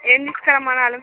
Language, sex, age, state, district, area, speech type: Telugu, female, 30-45, Andhra Pradesh, Srikakulam, urban, conversation